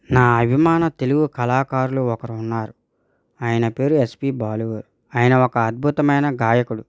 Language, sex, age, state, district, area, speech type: Telugu, male, 30-45, Andhra Pradesh, East Godavari, rural, spontaneous